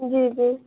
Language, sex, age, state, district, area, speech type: Hindi, female, 18-30, Madhya Pradesh, Betul, rural, conversation